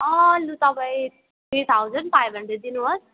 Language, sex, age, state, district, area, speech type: Nepali, female, 18-30, West Bengal, Alipurduar, urban, conversation